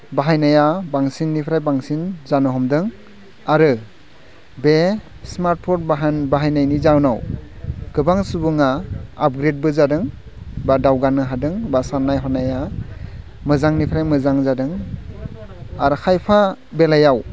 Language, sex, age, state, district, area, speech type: Bodo, male, 18-30, Assam, Udalguri, rural, spontaneous